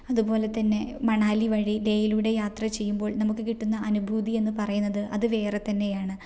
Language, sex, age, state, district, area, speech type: Malayalam, female, 18-30, Kerala, Kannur, rural, spontaneous